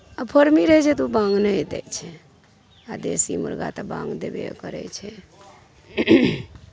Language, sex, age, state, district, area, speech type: Maithili, female, 45-60, Bihar, Madhepura, rural, spontaneous